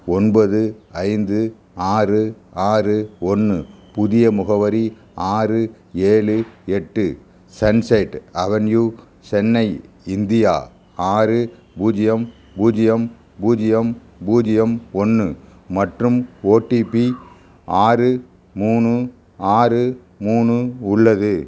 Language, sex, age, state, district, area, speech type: Tamil, male, 60+, Tamil Nadu, Ariyalur, rural, read